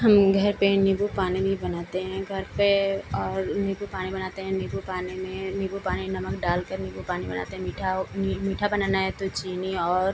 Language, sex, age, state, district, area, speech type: Hindi, female, 18-30, Uttar Pradesh, Ghazipur, urban, spontaneous